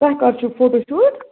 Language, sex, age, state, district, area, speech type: Kashmiri, female, 30-45, Jammu and Kashmir, Budgam, rural, conversation